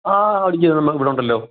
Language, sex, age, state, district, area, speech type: Malayalam, male, 60+, Kerala, Kottayam, rural, conversation